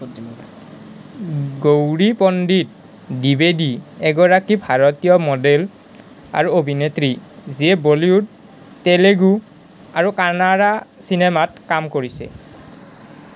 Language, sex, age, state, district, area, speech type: Assamese, male, 18-30, Assam, Nalbari, rural, read